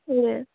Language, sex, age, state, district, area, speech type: Nepali, female, 30-45, West Bengal, Darjeeling, rural, conversation